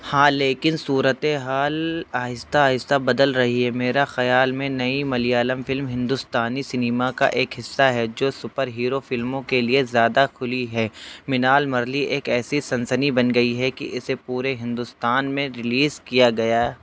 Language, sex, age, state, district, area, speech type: Urdu, male, 18-30, Uttar Pradesh, Saharanpur, urban, read